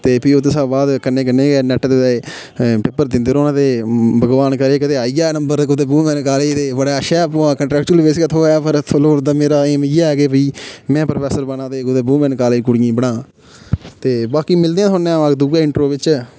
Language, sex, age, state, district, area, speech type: Dogri, male, 18-30, Jammu and Kashmir, Udhampur, rural, spontaneous